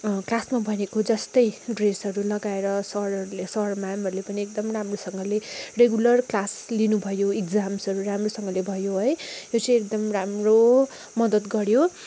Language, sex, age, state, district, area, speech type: Nepali, female, 45-60, West Bengal, Darjeeling, rural, spontaneous